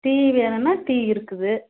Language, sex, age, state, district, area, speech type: Tamil, female, 30-45, Tamil Nadu, Tirupattur, rural, conversation